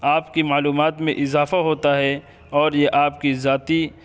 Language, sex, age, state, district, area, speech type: Urdu, male, 18-30, Uttar Pradesh, Saharanpur, urban, spontaneous